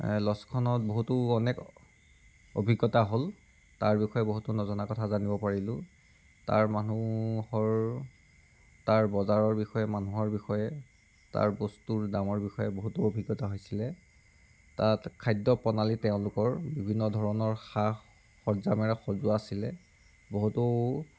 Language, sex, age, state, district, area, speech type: Assamese, male, 18-30, Assam, Jorhat, urban, spontaneous